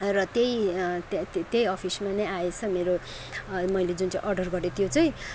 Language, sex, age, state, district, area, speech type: Nepali, other, 30-45, West Bengal, Kalimpong, rural, spontaneous